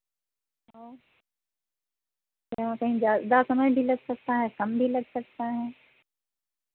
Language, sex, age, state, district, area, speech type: Hindi, female, 60+, Uttar Pradesh, Sitapur, rural, conversation